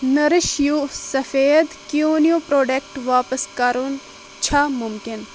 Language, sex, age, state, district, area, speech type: Kashmiri, female, 18-30, Jammu and Kashmir, Budgam, rural, read